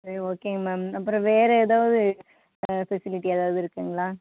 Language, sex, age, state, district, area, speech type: Tamil, female, 45-60, Tamil Nadu, Ariyalur, rural, conversation